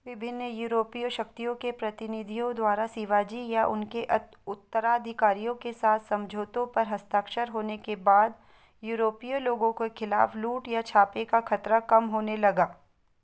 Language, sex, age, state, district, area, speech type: Hindi, female, 30-45, Madhya Pradesh, Betul, urban, read